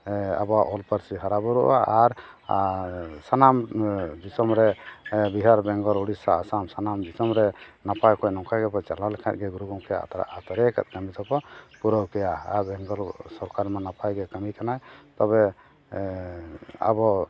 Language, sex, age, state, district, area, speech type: Santali, male, 45-60, Jharkhand, East Singhbhum, rural, spontaneous